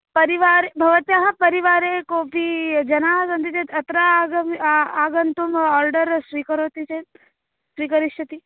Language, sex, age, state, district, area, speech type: Sanskrit, female, 18-30, Maharashtra, Nagpur, urban, conversation